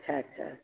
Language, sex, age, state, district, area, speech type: Sindhi, female, 30-45, Uttar Pradesh, Lucknow, rural, conversation